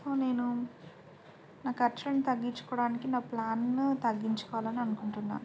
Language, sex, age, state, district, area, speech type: Telugu, female, 18-30, Telangana, Bhadradri Kothagudem, rural, spontaneous